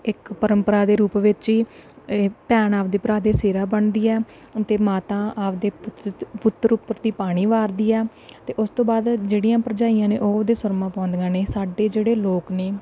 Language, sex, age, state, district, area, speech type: Punjabi, female, 18-30, Punjab, Bathinda, rural, spontaneous